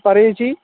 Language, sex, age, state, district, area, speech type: Malayalam, male, 30-45, Kerala, Palakkad, rural, conversation